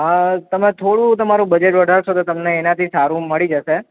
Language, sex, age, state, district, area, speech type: Gujarati, male, 18-30, Gujarat, Valsad, rural, conversation